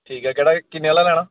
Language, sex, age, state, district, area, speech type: Dogri, male, 30-45, Jammu and Kashmir, Samba, urban, conversation